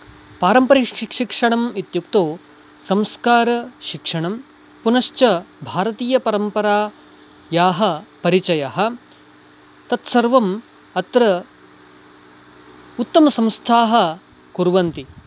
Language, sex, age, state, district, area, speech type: Sanskrit, male, 18-30, Karnataka, Dakshina Kannada, urban, spontaneous